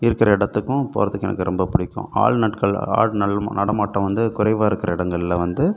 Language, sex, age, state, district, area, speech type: Tamil, male, 30-45, Tamil Nadu, Pudukkottai, rural, spontaneous